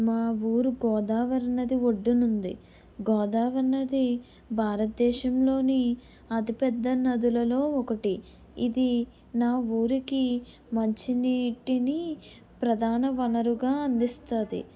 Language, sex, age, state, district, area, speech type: Telugu, female, 30-45, Andhra Pradesh, Kakinada, rural, spontaneous